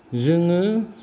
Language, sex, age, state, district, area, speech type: Bodo, male, 45-60, Assam, Kokrajhar, rural, spontaneous